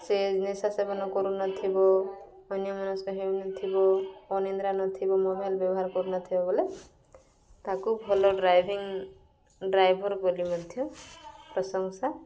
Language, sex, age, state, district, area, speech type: Odia, female, 18-30, Odisha, Koraput, urban, spontaneous